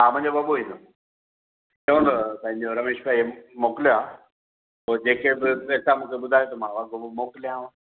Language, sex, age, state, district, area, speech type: Sindhi, male, 60+, Gujarat, Kutch, rural, conversation